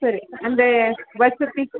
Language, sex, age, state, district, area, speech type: Kannada, female, 30-45, Karnataka, Shimoga, rural, conversation